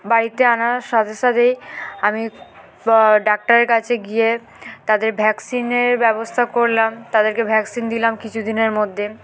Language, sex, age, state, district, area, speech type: Bengali, female, 18-30, West Bengal, Hooghly, urban, spontaneous